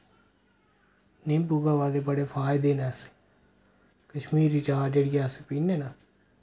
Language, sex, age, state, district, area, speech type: Dogri, male, 30-45, Jammu and Kashmir, Reasi, rural, spontaneous